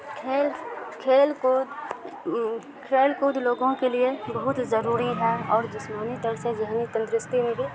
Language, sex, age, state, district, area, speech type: Urdu, female, 30-45, Bihar, Supaul, rural, spontaneous